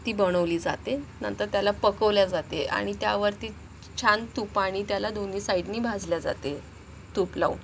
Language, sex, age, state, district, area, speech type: Marathi, female, 30-45, Maharashtra, Yavatmal, rural, spontaneous